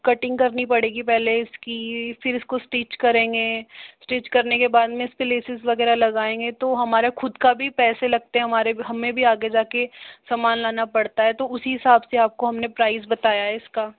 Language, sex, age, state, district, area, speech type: Hindi, male, 60+, Rajasthan, Jaipur, urban, conversation